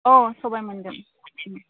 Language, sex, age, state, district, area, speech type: Bodo, female, 18-30, Assam, Udalguri, rural, conversation